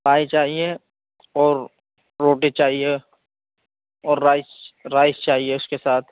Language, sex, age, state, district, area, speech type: Urdu, male, 18-30, Uttar Pradesh, Saharanpur, urban, conversation